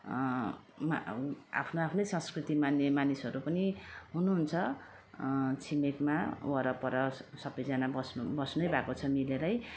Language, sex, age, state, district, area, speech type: Nepali, female, 45-60, West Bengal, Darjeeling, rural, spontaneous